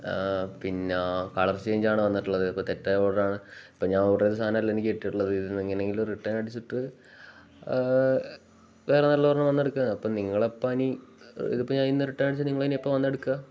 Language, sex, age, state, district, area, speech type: Malayalam, male, 18-30, Kerala, Wayanad, rural, spontaneous